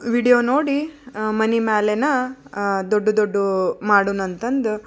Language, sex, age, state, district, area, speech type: Kannada, female, 30-45, Karnataka, Koppal, rural, spontaneous